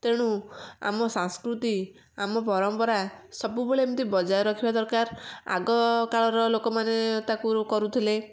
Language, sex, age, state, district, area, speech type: Odia, female, 45-60, Odisha, Kendujhar, urban, spontaneous